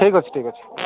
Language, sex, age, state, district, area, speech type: Odia, male, 45-60, Odisha, Angul, rural, conversation